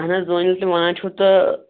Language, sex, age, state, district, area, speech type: Kashmiri, male, 18-30, Jammu and Kashmir, Shopian, urban, conversation